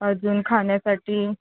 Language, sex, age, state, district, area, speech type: Marathi, female, 18-30, Maharashtra, Solapur, urban, conversation